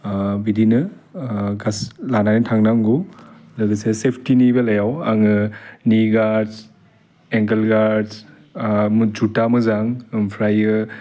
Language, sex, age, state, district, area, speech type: Bodo, male, 30-45, Assam, Udalguri, urban, spontaneous